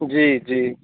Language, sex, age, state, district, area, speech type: Maithili, male, 30-45, Bihar, Madhubani, rural, conversation